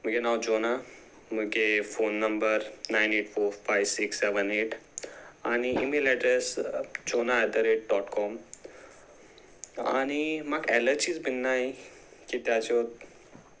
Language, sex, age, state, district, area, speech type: Goan Konkani, male, 18-30, Goa, Salcete, rural, spontaneous